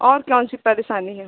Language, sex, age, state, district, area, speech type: Hindi, female, 30-45, Uttar Pradesh, Lucknow, rural, conversation